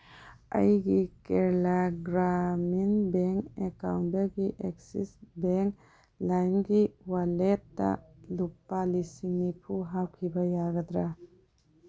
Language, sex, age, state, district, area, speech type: Manipuri, female, 30-45, Manipur, Tengnoupal, rural, read